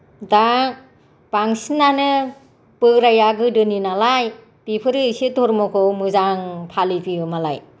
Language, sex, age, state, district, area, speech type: Bodo, female, 60+, Assam, Kokrajhar, rural, spontaneous